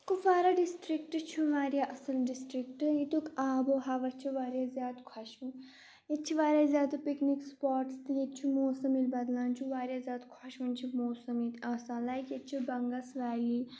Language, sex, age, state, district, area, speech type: Kashmiri, female, 45-60, Jammu and Kashmir, Kupwara, rural, spontaneous